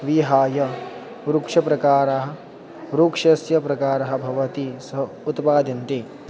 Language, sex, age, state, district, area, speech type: Sanskrit, male, 18-30, Maharashtra, Buldhana, urban, spontaneous